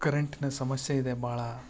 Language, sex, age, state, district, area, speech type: Kannada, male, 45-60, Karnataka, Koppal, urban, spontaneous